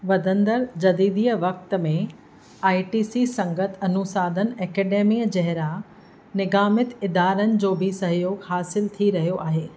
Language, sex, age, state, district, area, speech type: Sindhi, female, 30-45, Maharashtra, Thane, urban, read